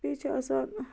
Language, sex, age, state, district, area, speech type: Kashmiri, female, 45-60, Jammu and Kashmir, Baramulla, rural, spontaneous